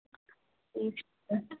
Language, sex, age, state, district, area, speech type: Kashmiri, female, 18-30, Jammu and Kashmir, Bandipora, rural, conversation